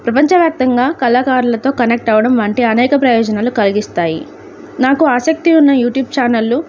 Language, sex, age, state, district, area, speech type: Telugu, female, 18-30, Andhra Pradesh, Alluri Sitarama Raju, rural, spontaneous